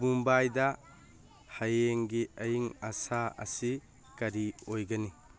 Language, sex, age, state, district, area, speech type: Manipuri, male, 45-60, Manipur, Churachandpur, rural, read